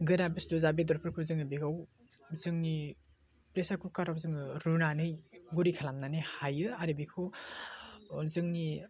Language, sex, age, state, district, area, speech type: Bodo, male, 18-30, Assam, Baksa, rural, spontaneous